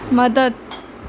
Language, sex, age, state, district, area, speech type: Marathi, female, 18-30, Maharashtra, Mumbai Suburban, urban, read